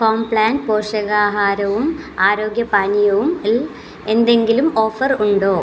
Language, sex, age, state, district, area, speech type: Malayalam, female, 30-45, Kerala, Kasaragod, rural, read